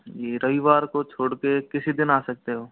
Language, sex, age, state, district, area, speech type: Hindi, male, 60+, Rajasthan, Karauli, rural, conversation